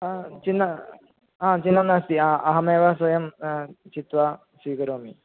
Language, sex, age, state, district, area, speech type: Sanskrit, male, 18-30, Kerala, Thrissur, rural, conversation